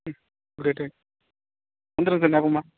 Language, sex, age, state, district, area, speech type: Tamil, male, 18-30, Tamil Nadu, Dharmapuri, rural, conversation